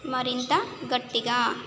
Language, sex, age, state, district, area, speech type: Telugu, female, 30-45, Andhra Pradesh, Konaseema, urban, read